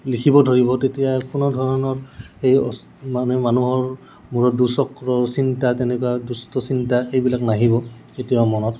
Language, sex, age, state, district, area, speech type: Assamese, male, 18-30, Assam, Goalpara, urban, spontaneous